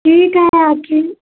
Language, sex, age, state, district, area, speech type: Hindi, female, 45-60, Uttar Pradesh, Ayodhya, rural, conversation